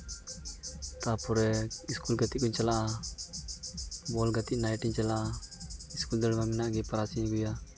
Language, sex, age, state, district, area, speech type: Santali, male, 18-30, West Bengal, Uttar Dinajpur, rural, spontaneous